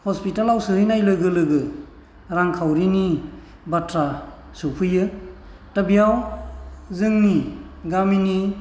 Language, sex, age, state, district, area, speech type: Bodo, male, 45-60, Assam, Chirang, rural, spontaneous